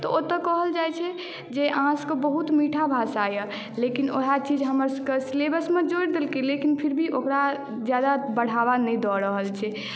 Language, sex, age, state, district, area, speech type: Maithili, male, 18-30, Bihar, Madhubani, rural, spontaneous